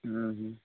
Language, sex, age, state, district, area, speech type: Odia, male, 45-60, Odisha, Nuapada, urban, conversation